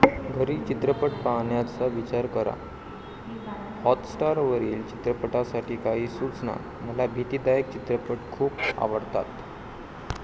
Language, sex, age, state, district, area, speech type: Marathi, male, 18-30, Maharashtra, Wardha, rural, read